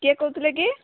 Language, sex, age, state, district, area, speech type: Odia, female, 45-60, Odisha, Angul, rural, conversation